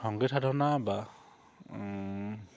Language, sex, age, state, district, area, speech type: Assamese, male, 45-60, Assam, Dibrugarh, urban, spontaneous